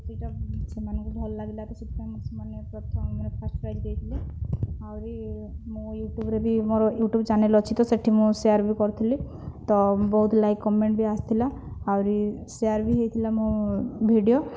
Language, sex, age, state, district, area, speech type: Odia, female, 30-45, Odisha, Kandhamal, rural, spontaneous